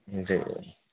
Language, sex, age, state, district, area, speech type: Urdu, male, 30-45, Uttar Pradesh, Ghaziabad, rural, conversation